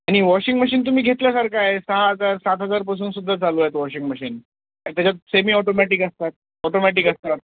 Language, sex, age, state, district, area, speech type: Marathi, male, 30-45, Maharashtra, Nanded, rural, conversation